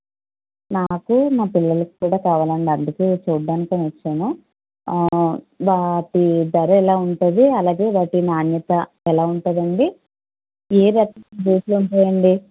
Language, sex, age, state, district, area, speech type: Telugu, female, 45-60, Andhra Pradesh, Konaseema, rural, conversation